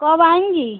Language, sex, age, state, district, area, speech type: Hindi, female, 18-30, Uttar Pradesh, Chandauli, rural, conversation